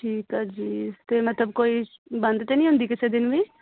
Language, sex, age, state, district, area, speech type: Punjabi, female, 30-45, Punjab, Amritsar, urban, conversation